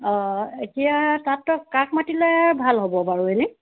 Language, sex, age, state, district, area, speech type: Assamese, female, 30-45, Assam, Sivasagar, rural, conversation